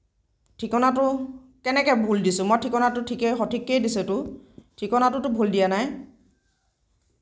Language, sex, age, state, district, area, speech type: Assamese, female, 18-30, Assam, Nagaon, rural, spontaneous